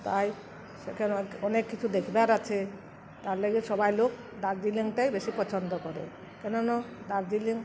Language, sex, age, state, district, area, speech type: Bengali, female, 45-60, West Bengal, Uttar Dinajpur, rural, spontaneous